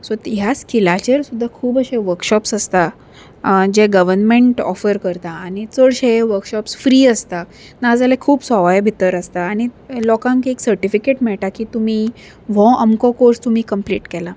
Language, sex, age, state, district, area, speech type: Goan Konkani, female, 30-45, Goa, Salcete, urban, spontaneous